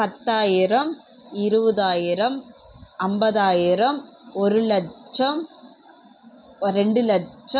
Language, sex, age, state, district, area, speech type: Tamil, female, 45-60, Tamil Nadu, Krishnagiri, rural, spontaneous